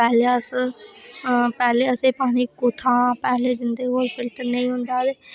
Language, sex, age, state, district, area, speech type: Dogri, female, 18-30, Jammu and Kashmir, Reasi, rural, spontaneous